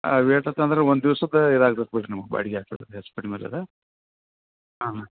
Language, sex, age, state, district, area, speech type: Kannada, male, 45-60, Karnataka, Dharwad, rural, conversation